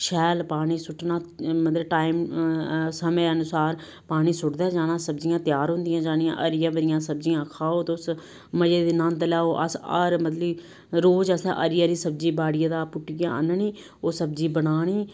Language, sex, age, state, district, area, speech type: Dogri, female, 30-45, Jammu and Kashmir, Samba, rural, spontaneous